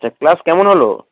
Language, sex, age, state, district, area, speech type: Bengali, male, 45-60, West Bengal, Dakshin Dinajpur, rural, conversation